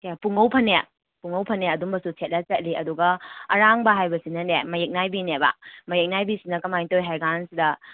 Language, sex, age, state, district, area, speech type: Manipuri, female, 18-30, Manipur, Kakching, rural, conversation